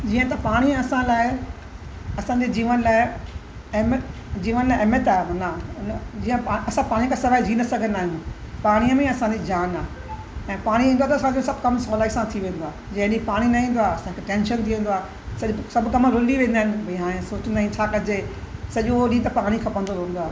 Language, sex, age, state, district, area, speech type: Sindhi, female, 60+, Maharashtra, Mumbai Suburban, urban, spontaneous